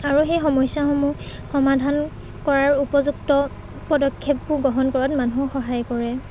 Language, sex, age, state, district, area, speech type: Assamese, female, 18-30, Assam, Charaideo, rural, spontaneous